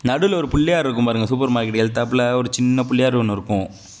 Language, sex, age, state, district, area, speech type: Tamil, male, 18-30, Tamil Nadu, Mayiladuthurai, urban, spontaneous